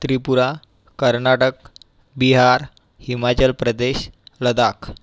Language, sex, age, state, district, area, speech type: Marathi, male, 18-30, Maharashtra, Buldhana, urban, spontaneous